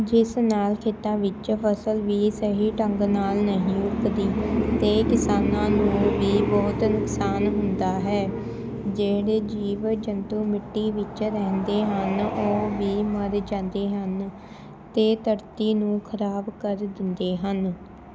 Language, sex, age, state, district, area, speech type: Punjabi, female, 18-30, Punjab, Shaheed Bhagat Singh Nagar, rural, spontaneous